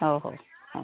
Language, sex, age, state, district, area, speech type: Odia, female, 60+, Odisha, Jharsuguda, rural, conversation